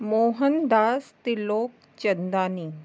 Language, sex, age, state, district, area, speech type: Sindhi, female, 30-45, Rajasthan, Ajmer, urban, spontaneous